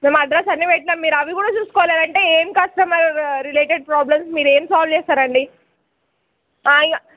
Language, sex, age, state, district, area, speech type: Telugu, female, 18-30, Telangana, Nirmal, rural, conversation